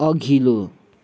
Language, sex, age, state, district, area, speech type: Nepali, male, 60+, West Bengal, Kalimpong, rural, read